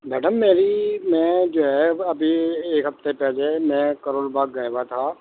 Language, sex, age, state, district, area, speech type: Urdu, male, 45-60, Delhi, Central Delhi, urban, conversation